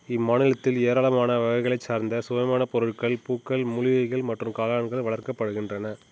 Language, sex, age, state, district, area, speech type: Tamil, male, 30-45, Tamil Nadu, Tiruchirappalli, rural, read